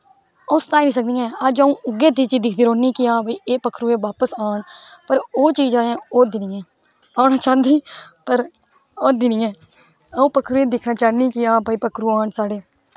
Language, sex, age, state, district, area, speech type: Dogri, female, 18-30, Jammu and Kashmir, Udhampur, rural, spontaneous